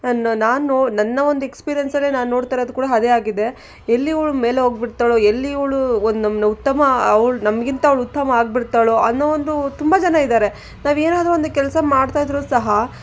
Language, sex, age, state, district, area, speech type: Kannada, female, 18-30, Karnataka, Chikkaballapur, rural, spontaneous